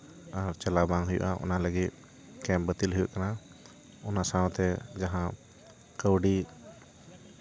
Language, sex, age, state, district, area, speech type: Santali, male, 30-45, West Bengal, Purba Bardhaman, rural, spontaneous